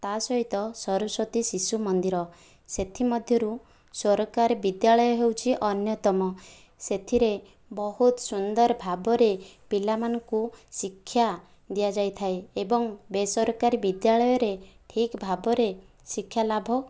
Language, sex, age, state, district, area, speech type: Odia, female, 18-30, Odisha, Kandhamal, rural, spontaneous